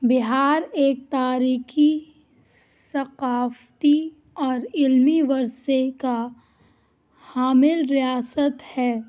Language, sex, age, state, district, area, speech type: Urdu, female, 18-30, Bihar, Gaya, urban, spontaneous